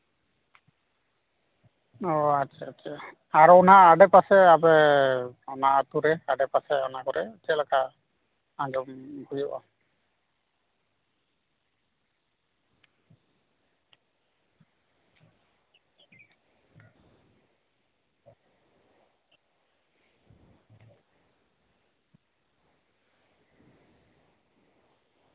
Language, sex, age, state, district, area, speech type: Santali, male, 30-45, West Bengal, Paschim Bardhaman, rural, conversation